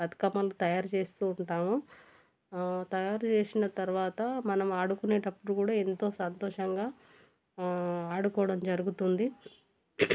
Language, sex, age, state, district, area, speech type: Telugu, female, 30-45, Telangana, Warangal, rural, spontaneous